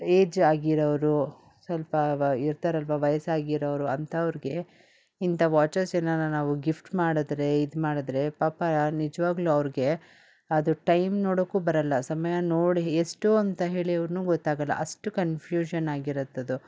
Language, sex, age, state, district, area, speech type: Kannada, female, 60+, Karnataka, Bangalore Urban, rural, spontaneous